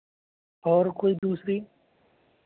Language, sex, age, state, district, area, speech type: Hindi, male, 18-30, Madhya Pradesh, Ujjain, urban, conversation